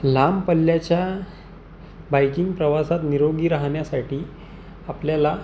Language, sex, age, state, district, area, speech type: Marathi, male, 18-30, Maharashtra, Amravati, urban, spontaneous